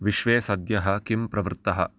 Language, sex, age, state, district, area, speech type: Sanskrit, male, 30-45, Karnataka, Bangalore Urban, urban, read